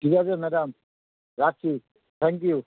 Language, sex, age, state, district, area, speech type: Bengali, male, 45-60, West Bengal, Darjeeling, rural, conversation